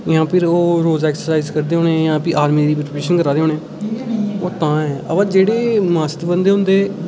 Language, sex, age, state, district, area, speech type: Dogri, male, 18-30, Jammu and Kashmir, Udhampur, rural, spontaneous